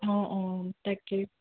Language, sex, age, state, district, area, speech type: Assamese, female, 30-45, Assam, Charaideo, urban, conversation